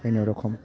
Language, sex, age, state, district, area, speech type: Bodo, male, 60+, Assam, Chirang, rural, spontaneous